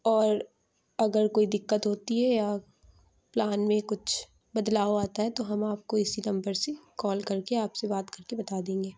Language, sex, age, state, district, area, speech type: Urdu, female, 18-30, Uttar Pradesh, Lucknow, rural, spontaneous